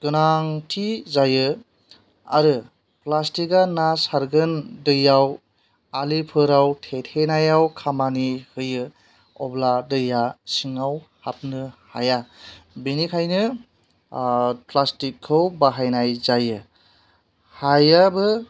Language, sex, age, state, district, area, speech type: Bodo, male, 18-30, Assam, Chirang, rural, spontaneous